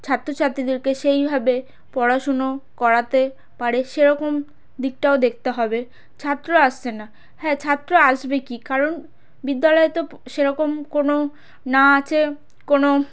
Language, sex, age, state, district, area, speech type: Bengali, female, 30-45, West Bengal, South 24 Parganas, rural, spontaneous